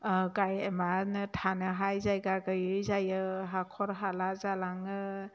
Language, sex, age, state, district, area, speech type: Bodo, female, 45-60, Assam, Chirang, rural, spontaneous